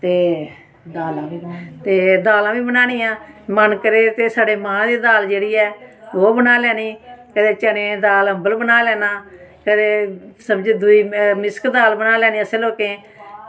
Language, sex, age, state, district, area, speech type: Dogri, female, 45-60, Jammu and Kashmir, Samba, urban, spontaneous